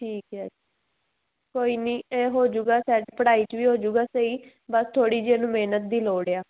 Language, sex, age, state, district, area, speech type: Punjabi, female, 18-30, Punjab, Tarn Taran, rural, conversation